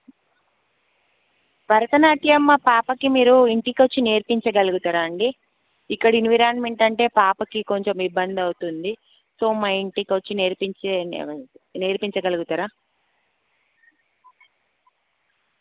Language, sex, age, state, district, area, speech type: Telugu, female, 30-45, Telangana, Karimnagar, urban, conversation